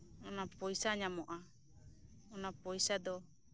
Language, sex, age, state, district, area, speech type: Santali, female, 30-45, West Bengal, Birbhum, rural, spontaneous